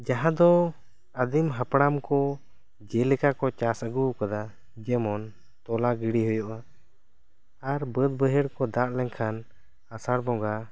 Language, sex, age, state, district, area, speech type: Santali, male, 18-30, West Bengal, Bankura, rural, spontaneous